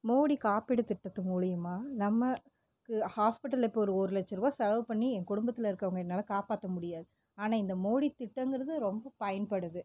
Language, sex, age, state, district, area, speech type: Tamil, female, 30-45, Tamil Nadu, Erode, rural, spontaneous